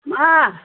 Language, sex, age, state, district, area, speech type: Bodo, female, 60+, Assam, Kokrajhar, urban, conversation